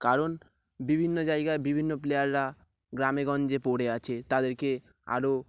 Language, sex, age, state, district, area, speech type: Bengali, male, 18-30, West Bengal, Dakshin Dinajpur, urban, spontaneous